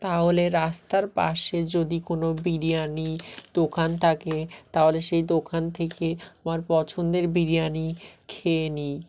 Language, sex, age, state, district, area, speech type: Bengali, male, 18-30, West Bengal, South 24 Parganas, rural, spontaneous